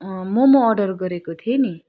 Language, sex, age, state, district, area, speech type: Nepali, female, 30-45, West Bengal, Darjeeling, rural, spontaneous